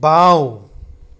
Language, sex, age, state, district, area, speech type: Assamese, male, 45-60, Assam, Morigaon, rural, read